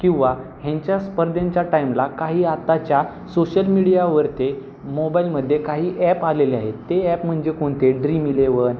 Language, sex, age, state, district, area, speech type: Marathi, male, 18-30, Maharashtra, Pune, urban, spontaneous